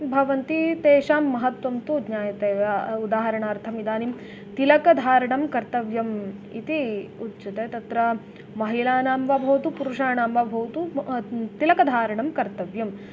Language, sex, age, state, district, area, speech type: Sanskrit, female, 18-30, Karnataka, Uttara Kannada, rural, spontaneous